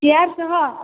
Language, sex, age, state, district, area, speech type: Odia, female, 30-45, Odisha, Boudh, rural, conversation